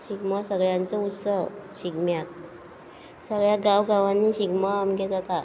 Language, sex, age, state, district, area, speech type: Goan Konkani, female, 45-60, Goa, Quepem, rural, spontaneous